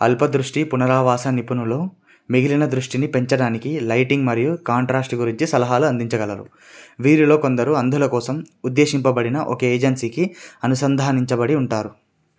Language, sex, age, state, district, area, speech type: Telugu, male, 18-30, Andhra Pradesh, Srikakulam, urban, read